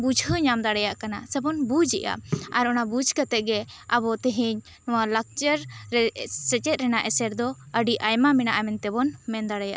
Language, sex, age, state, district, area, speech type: Santali, female, 18-30, West Bengal, Bankura, rural, spontaneous